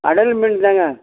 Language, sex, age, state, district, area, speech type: Tamil, male, 60+, Tamil Nadu, Kallakurichi, urban, conversation